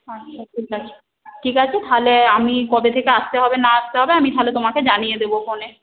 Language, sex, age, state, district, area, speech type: Bengali, female, 18-30, West Bengal, Paschim Medinipur, rural, conversation